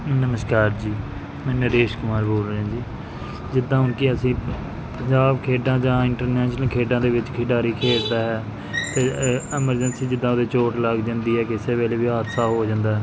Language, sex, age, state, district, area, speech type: Punjabi, male, 30-45, Punjab, Pathankot, urban, spontaneous